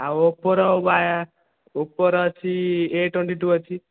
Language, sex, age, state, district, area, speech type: Odia, male, 18-30, Odisha, Khordha, rural, conversation